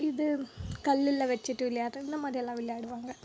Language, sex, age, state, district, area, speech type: Tamil, female, 18-30, Tamil Nadu, Krishnagiri, rural, spontaneous